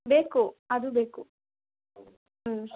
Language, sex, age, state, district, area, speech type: Kannada, female, 18-30, Karnataka, Chamarajanagar, rural, conversation